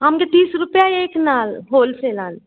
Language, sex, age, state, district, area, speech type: Goan Konkani, female, 45-60, Goa, Murmgao, rural, conversation